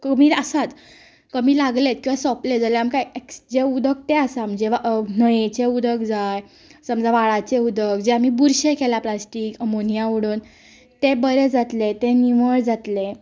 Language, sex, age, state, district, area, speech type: Goan Konkani, female, 18-30, Goa, Ponda, rural, spontaneous